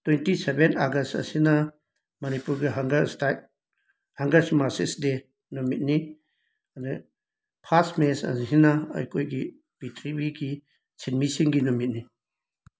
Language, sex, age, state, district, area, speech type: Manipuri, male, 45-60, Manipur, Imphal West, urban, spontaneous